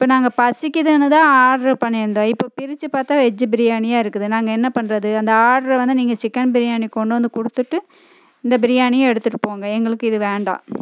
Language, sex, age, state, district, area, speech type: Tamil, female, 30-45, Tamil Nadu, Coimbatore, rural, spontaneous